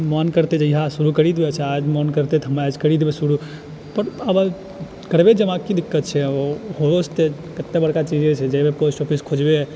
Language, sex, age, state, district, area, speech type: Maithili, male, 18-30, Bihar, Purnia, urban, spontaneous